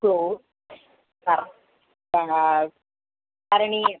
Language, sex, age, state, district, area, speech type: Sanskrit, female, 18-30, Kerala, Kozhikode, rural, conversation